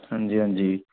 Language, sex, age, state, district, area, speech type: Punjabi, male, 18-30, Punjab, Fazilka, rural, conversation